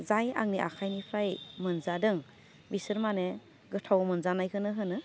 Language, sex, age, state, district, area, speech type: Bodo, female, 30-45, Assam, Udalguri, urban, spontaneous